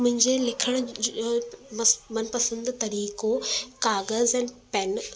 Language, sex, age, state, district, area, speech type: Sindhi, female, 18-30, Delhi, South Delhi, urban, spontaneous